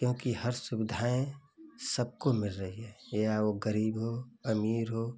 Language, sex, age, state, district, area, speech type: Hindi, male, 30-45, Uttar Pradesh, Ghazipur, urban, spontaneous